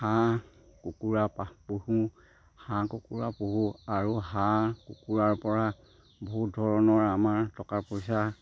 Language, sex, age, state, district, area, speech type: Assamese, male, 60+, Assam, Sivasagar, rural, spontaneous